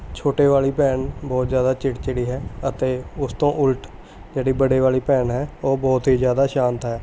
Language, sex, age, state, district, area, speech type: Punjabi, male, 18-30, Punjab, Mohali, urban, spontaneous